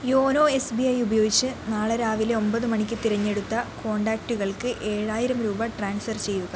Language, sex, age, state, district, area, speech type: Malayalam, female, 18-30, Kerala, Wayanad, rural, read